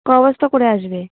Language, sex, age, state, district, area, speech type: Bengali, female, 18-30, West Bengal, Darjeeling, urban, conversation